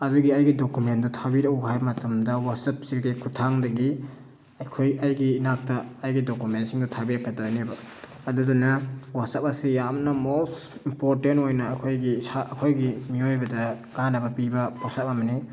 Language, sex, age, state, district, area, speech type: Manipuri, male, 30-45, Manipur, Thoubal, rural, spontaneous